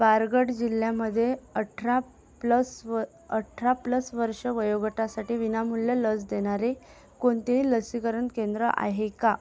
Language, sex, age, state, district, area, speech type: Marathi, female, 18-30, Maharashtra, Akola, rural, read